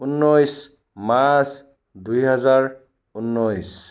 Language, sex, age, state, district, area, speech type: Assamese, male, 30-45, Assam, Sonitpur, rural, spontaneous